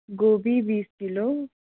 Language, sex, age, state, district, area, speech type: Hindi, female, 18-30, Uttar Pradesh, Bhadohi, urban, conversation